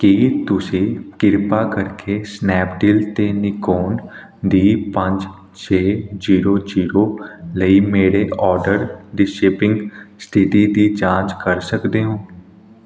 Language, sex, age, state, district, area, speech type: Punjabi, male, 18-30, Punjab, Hoshiarpur, urban, read